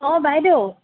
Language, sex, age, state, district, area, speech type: Assamese, female, 18-30, Assam, Sivasagar, rural, conversation